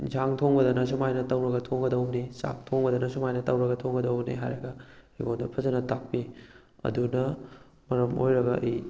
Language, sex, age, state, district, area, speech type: Manipuri, male, 18-30, Manipur, Kakching, rural, spontaneous